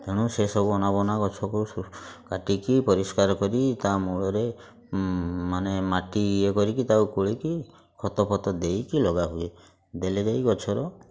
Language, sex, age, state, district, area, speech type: Odia, male, 45-60, Odisha, Mayurbhanj, rural, spontaneous